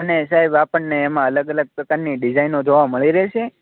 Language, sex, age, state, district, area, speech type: Gujarati, male, 30-45, Gujarat, Rajkot, urban, conversation